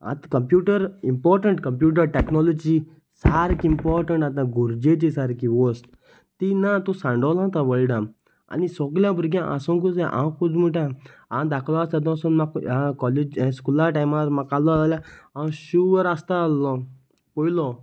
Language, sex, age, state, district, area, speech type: Goan Konkani, male, 18-30, Goa, Salcete, rural, spontaneous